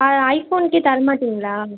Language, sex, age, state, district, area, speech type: Tamil, female, 18-30, Tamil Nadu, Ariyalur, rural, conversation